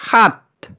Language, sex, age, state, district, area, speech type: Assamese, male, 30-45, Assam, Biswanath, rural, read